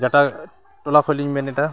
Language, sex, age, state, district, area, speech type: Santali, male, 45-60, Jharkhand, Bokaro, rural, spontaneous